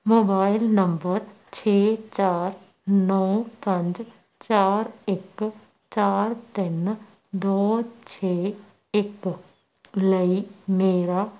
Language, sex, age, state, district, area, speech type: Punjabi, female, 18-30, Punjab, Shaheed Bhagat Singh Nagar, rural, read